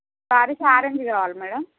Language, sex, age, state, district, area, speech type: Telugu, female, 30-45, Telangana, Warangal, rural, conversation